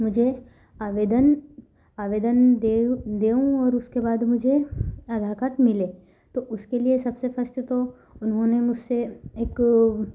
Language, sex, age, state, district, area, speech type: Hindi, female, 18-30, Madhya Pradesh, Ujjain, rural, spontaneous